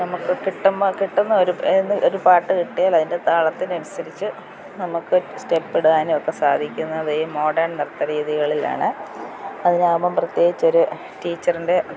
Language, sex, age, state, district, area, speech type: Malayalam, female, 45-60, Kerala, Kottayam, rural, spontaneous